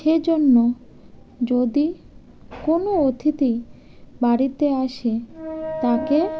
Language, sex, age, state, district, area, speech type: Bengali, female, 18-30, West Bengal, Birbhum, urban, spontaneous